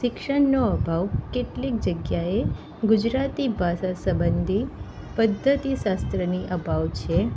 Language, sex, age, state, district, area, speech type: Gujarati, female, 30-45, Gujarat, Kheda, rural, spontaneous